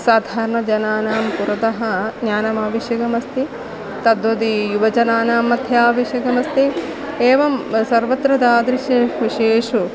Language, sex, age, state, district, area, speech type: Sanskrit, female, 45-60, Kerala, Kollam, rural, spontaneous